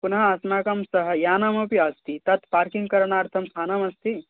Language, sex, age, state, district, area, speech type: Sanskrit, male, 18-30, West Bengal, Dakshin Dinajpur, rural, conversation